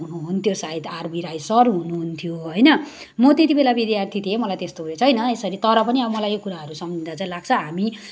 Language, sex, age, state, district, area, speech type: Nepali, female, 30-45, West Bengal, Kalimpong, rural, spontaneous